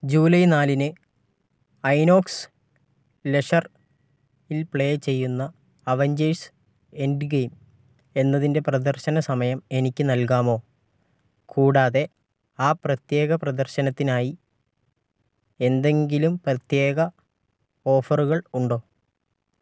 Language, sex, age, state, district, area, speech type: Malayalam, male, 18-30, Kerala, Wayanad, rural, read